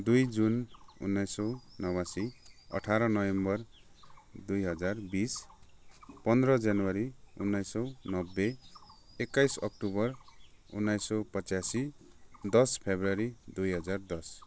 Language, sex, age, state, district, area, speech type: Nepali, male, 45-60, West Bengal, Kalimpong, rural, spontaneous